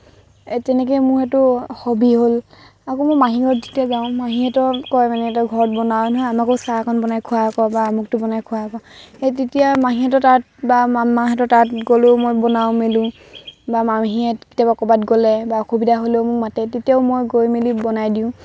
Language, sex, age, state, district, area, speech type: Assamese, female, 18-30, Assam, Lakhimpur, rural, spontaneous